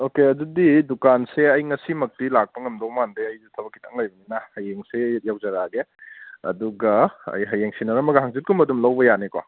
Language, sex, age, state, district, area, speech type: Manipuri, male, 30-45, Manipur, Kangpokpi, urban, conversation